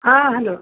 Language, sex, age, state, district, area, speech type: Odia, female, 60+, Odisha, Gajapati, rural, conversation